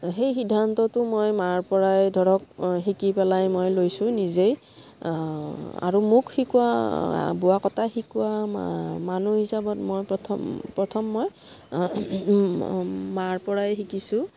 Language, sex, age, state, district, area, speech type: Assamese, female, 45-60, Assam, Udalguri, rural, spontaneous